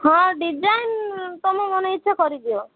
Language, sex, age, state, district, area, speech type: Odia, female, 18-30, Odisha, Malkangiri, urban, conversation